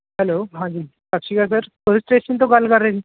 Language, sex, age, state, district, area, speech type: Punjabi, male, 18-30, Punjab, Ludhiana, urban, conversation